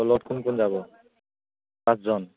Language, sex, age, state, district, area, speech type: Assamese, male, 18-30, Assam, Kamrup Metropolitan, rural, conversation